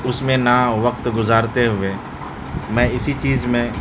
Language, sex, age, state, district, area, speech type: Urdu, male, 30-45, Delhi, South Delhi, rural, spontaneous